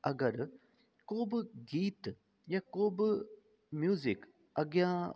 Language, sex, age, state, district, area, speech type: Sindhi, male, 30-45, Delhi, South Delhi, urban, spontaneous